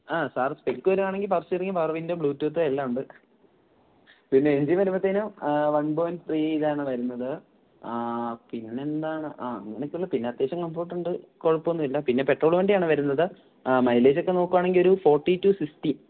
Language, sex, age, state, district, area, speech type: Malayalam, male, 18-30, Kerala, Kottayam, urban, conversation